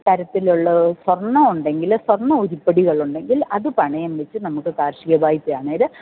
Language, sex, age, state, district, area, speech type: Malayalam, female, 60+, Kerala, Pathanamthitta, rural, conversation